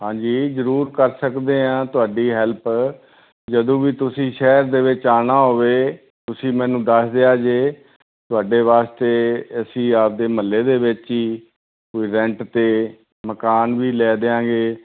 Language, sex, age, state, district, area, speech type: Punjabi, male, 60+, Punjab, Fazilka, rural, conversation